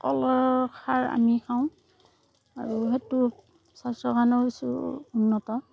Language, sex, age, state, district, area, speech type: Assamese, female, 60+, Assam, Darrang, rural, spontaneous